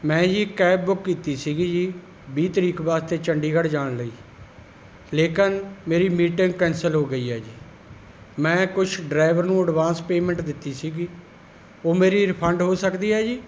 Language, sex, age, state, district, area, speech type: Punjabi, male, 60+, Punjab, Rupnagar, rural, spontaneous